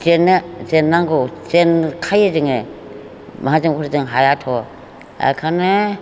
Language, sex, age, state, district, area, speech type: Bodo, female, 60+, Assam, Chirang, rural, spontaneous